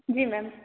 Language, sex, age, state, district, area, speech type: Hindi, female, 18-30, Madhya Pradesh, Harda, urban, conversation